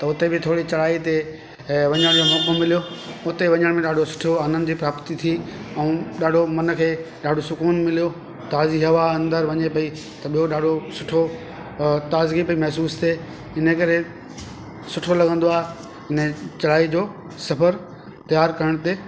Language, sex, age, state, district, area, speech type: Sindhi, male, 45-60, Delhi, South Delhi, urban, spontaneous